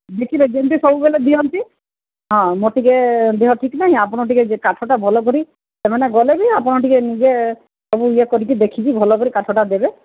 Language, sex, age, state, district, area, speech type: Odia, female, 45-60, Odisha, Sundergarh, rural, conversation